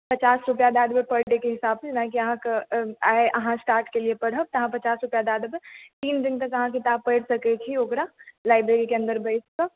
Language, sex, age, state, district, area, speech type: Maithili, female, 18-30, Bihar, Supaul, urban, conversation